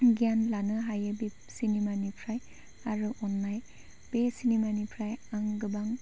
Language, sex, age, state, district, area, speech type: Bodo, female, 18-30, Assam, Chirang, rural, spontaneous